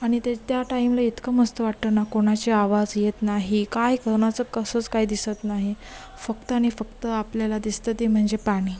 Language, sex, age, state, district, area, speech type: Marathi, female, 18-30, Maharashtra, Ratnagiri, rural, spontaneous